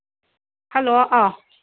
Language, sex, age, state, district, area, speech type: Manipuri, female, 45-60, Manipur, Kakching, rural, conversation